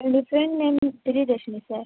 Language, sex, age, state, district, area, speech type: Tamil, female, 30-45, Tamil Nadu, Viluppuram, rural, conversation